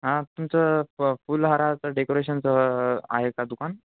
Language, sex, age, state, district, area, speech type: Marathi, male, 18-30, Maharashtra, Nanded, urban, conversation